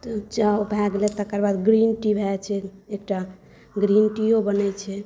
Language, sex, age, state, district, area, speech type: Maithili, female, 18-30, Bihar, Saharsa, rural, spontaneous